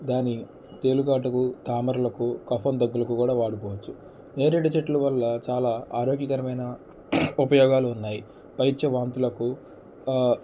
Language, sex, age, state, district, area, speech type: Telugu, male, 30-45, Andhra Pradesh, N T Rama Rao, rural, spontaneous